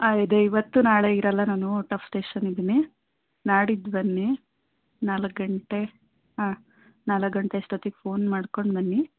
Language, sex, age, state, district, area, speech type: Kannada, female, 18-30, Karnataka, Davanagere, rural, conversation